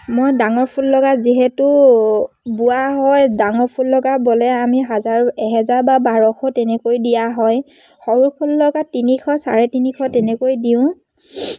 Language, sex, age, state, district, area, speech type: Assamese, female, 30-45, Assam, Dibrugarh, rural, spontaneous